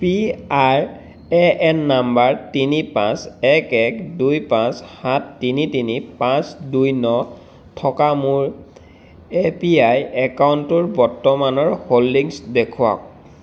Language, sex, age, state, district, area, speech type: Assamese, male, 30-45, Assam, Dhemaji, rural, read